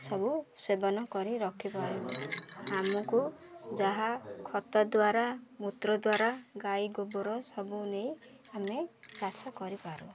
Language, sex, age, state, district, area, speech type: Odia, female, 30-45, Odisha, Ganjam, urban, spontaneous